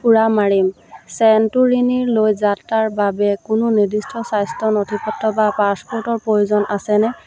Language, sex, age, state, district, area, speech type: Assamese, female, 30-45, Assam, Sivasagar, rural, read